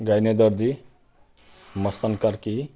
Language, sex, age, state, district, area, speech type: Nepali, male, 45-60, West Bengal, Jalpaiguri, rural, spontaneous